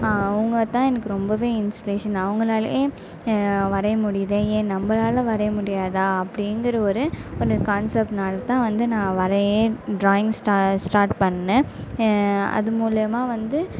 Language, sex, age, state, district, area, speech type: Tamil, female, 18-30, Tamil Nadu, Mayiladuthurai, urban, spontaneous